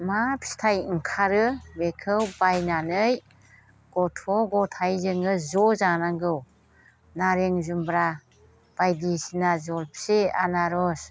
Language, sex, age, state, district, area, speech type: Bodo, female, 60+, Assam, Chirang, rural, spontaneous